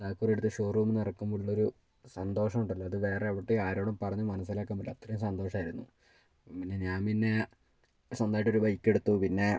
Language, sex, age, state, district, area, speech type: Malayalam, male, 18-30, Kerala, Wayanad, rural, spontaneous